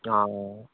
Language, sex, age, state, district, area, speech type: Assamese, male, 30-45, Assam, Barpeta, rural, conversation